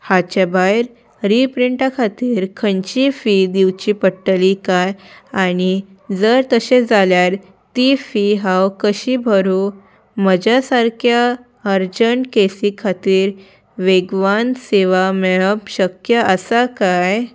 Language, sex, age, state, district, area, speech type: Goan Konkani, female, 18-30, Goa, Salcete, urban, spontaneous